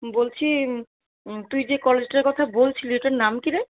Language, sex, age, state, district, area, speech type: Bengali, female, 45-60, West Bengal, Darjeeling, rural, conversation